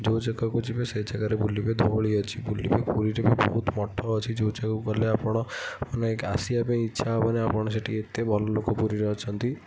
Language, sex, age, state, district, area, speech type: Odia, male, 45-60, Odisha, Kendujhar, urban, spontaneous